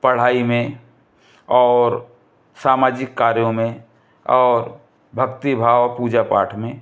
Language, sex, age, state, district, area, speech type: Hindi, male, 60+, Madhya Pradesh, Balaghat, rural, spontaneous